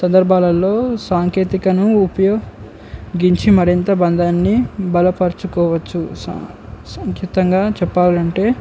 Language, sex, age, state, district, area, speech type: Telugu, male, 18-30, Telangana, Komaram Bheem, urban, spontaneous